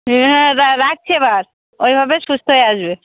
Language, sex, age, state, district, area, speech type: Bengali, female, 30-45, West Bengal, Darjeeling, urban, conversation